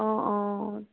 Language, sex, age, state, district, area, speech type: Assamese, female, 30-45, Assam, Morigaon, rural, conversation